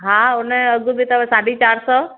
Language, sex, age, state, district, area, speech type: Sindhi, female, 60+, Maharashtra, Thane, urban, conversation